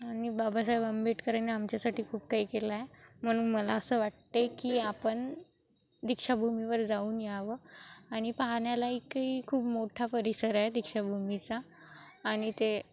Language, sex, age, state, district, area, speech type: Marathi, female, 18-30, Maharashtra, Wardha, rural, spontaneous